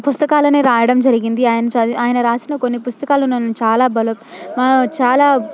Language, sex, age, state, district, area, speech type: Telugu, female, 18-30, Telangana, Hyderabad, rural, spontaneous